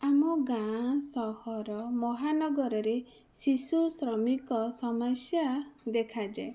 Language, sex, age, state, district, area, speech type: Odia, female, 30-45, Odisha, Bhadrak, rural, spontaneous